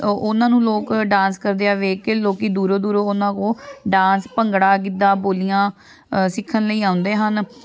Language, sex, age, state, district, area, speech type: Punjabi, female, 18-30, Punjab, Amritsar, urban, spontaneous